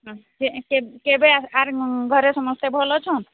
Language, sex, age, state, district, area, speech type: Odia, female, 45-60, Odisha, Sambalpur, rural, conversation